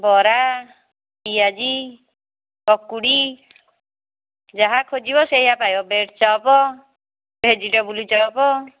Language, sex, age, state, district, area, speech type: Odia, female, 45-60, Odisha, Angul, rural, conversation